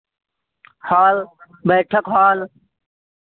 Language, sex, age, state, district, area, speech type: Hindi, male, 30-45, Uttar Pradesh, Sitapur, rural, conversation